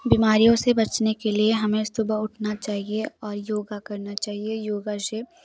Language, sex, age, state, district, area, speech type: Hindi, female, 18-30, Uttar Pradesh, Prayagraj, rural, spontaneous